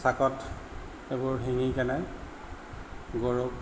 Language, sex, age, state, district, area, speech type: Assamese, male, 45-60, Assam, Tinsukia, rural, spontaneous